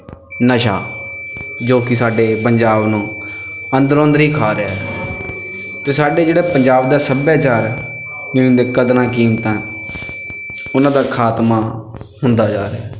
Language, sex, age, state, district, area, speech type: Punjabi, male, 18-30, Punjab, Bathinda, rural, spontaneous